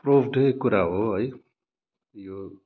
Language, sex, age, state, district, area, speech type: Nepali, male, 30-45, West Bengal, Kalimpong, rural, spontaneous